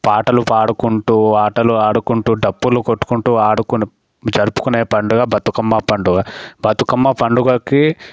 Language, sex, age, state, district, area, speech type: Telugu, male, 18-30, Telangana, Sangareddy, rural, spontaneous